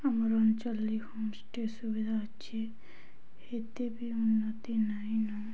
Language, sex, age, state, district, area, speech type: Odia, female, 18-30, Odisha, Balangir, urban, spontaneous